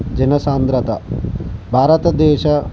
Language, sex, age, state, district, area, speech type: Telugu, male, 45-60, Andhra Pradesh, Visakhapatnam, urban, spontaneous